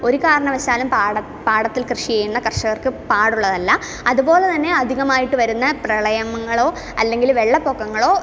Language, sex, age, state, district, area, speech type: Malayalam, female, 18-30, Kerala, Kottayam, rural, spontaneous